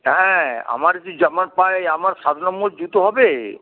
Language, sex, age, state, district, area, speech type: Bengali, male, 60+, West Bengal, Hooghly, rural, conversation